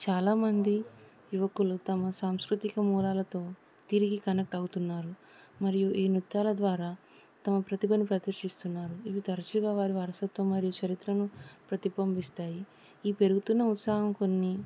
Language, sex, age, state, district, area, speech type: Telugu, female, 18-30, Telangana, Hyderabad, urban, spontaneous